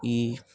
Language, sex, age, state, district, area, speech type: Telugu, male, 18-30, Telangana, Nalgonda, urban, spontaneous